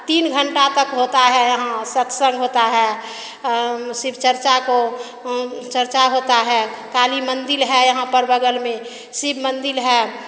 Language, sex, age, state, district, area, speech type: Hindi, female, 60+, Bihar, Begusarai, rural, spontaneous